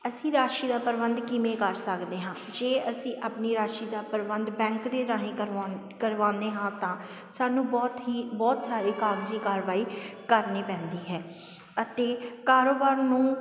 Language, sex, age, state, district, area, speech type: Punjabi, female, 30-45, Punjab, Sangrur, rural, spontaneous